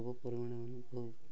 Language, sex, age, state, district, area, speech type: Odia, male, 18-30, Odisha, Nabarangpur, urban, spontaneous